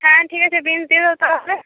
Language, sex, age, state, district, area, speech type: Bengali, female, 30-45, West Bengal, Purba Medinipur, rural, conversation